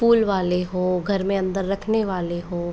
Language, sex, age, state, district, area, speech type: Hindi, female, 45-60, Rajasthan, Jaipur, urban, spontaneous